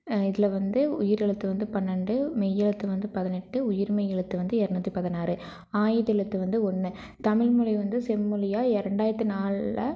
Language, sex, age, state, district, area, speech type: Tamil, female, 18-30, Tamil Nadu, Erode, rural, spontaneous